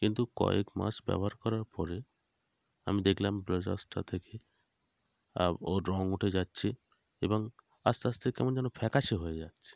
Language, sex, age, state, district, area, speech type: Bengali, male, 30-45, West Bengal, North 24 Parganas, rural, spontaneous